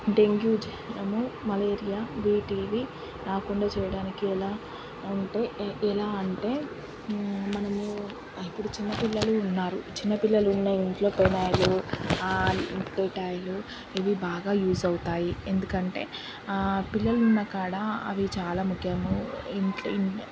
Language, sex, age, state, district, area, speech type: Telugu, female, 18-30, Andhra Pradesh, Srikakulam, urban, spontaneous